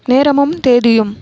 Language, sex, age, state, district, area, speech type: Tamil, female, 18-30, Tamil Nadu, Cuddalore, rural, read